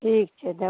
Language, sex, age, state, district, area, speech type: Maithili, female, 45-60, Bihar, Madhepura, rural, conversation